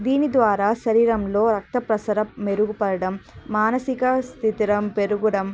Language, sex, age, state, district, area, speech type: Telugu, female, 18-30, Andhra Pradesh, Annamaya, rural, spontaneous